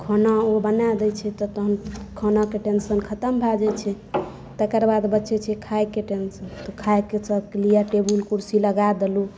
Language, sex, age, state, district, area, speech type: Maithili, female, 18-30, Bihar, Saharsa, rural, spontaneous